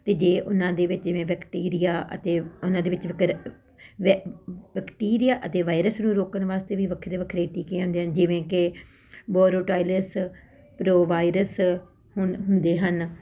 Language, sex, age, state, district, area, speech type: Punjabi, female, 45-60, Punjab, Ludhiana, urban, spontaneous